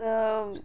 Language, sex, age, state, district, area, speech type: Kashmiri, female, 18-30, Jammu and Kashmir, Kupwara, urban, spontaneous